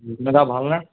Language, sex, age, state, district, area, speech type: Assamese, male, 18-30, Assam, Golaghat, urban, conversation